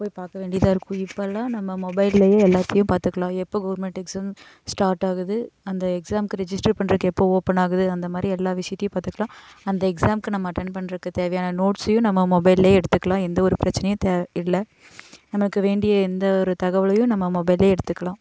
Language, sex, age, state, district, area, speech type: Tamil, female, 18-30, Tamil Nadu, Coimbatore, rural, spontaneous